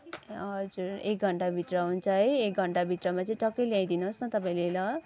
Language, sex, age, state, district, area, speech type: Nepali, female, 18-30, West Bengal, Kalimpong, rural, spontaneous